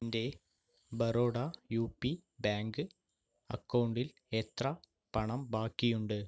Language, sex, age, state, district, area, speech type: Malayalam, male, 45-60, Kerala, Palakkad, rural, read